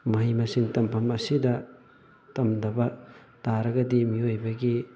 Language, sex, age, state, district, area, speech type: Manipuri, male, 18-30, Manipur, Thoubal, rural, spontaneous